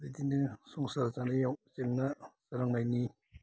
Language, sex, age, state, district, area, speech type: Bodo, male, 45-60, Assam, Kokrajhar, rural, spontaneous